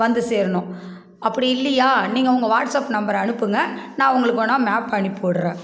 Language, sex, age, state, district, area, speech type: Tamil, female, 45-60, Tamil Nadu, Kallakurichi, rural, spontaneous